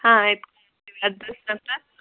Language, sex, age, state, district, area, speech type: Kannada, female, 18-30, Karnataka, Kolar, rural, conversation